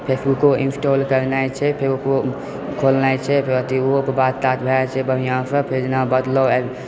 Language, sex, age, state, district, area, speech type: Maithili, male, 18-30, Bihar, Supaul, rural, spontaneous